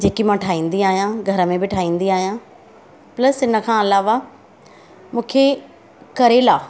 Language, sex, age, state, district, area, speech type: Sindhi, female, 45-60, Maharashtra, Mumbai Suburban, urban, spontaneous